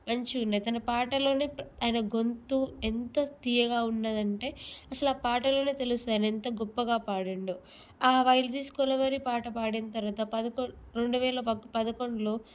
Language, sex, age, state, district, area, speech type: Telugu, female, 18-30, Telangana, Peddapalli, rural, spontaneous